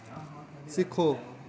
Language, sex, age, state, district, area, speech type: Dogri, male, 18-30, Jammu and Kashmir, Kathua, rural, read